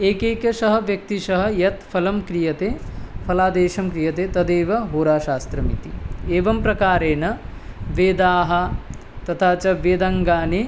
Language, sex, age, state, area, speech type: Sanskrit, male, 18-30, Tripura, rural, spontaneous